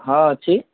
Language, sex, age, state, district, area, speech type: Odia, male, 18-30, Odisha, Kendujhar, urban, conversation